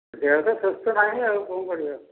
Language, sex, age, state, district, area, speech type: Odia, male, 60+, Odisha, Dhenkanal, rural, conversation